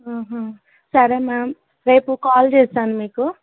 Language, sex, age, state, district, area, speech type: Telugu, female, 45-60, Telangana, Ranga Reddy, urban, conversation